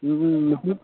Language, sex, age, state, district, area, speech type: Assamese, male, 18-30, Assam, Sivasagar, rural, conversation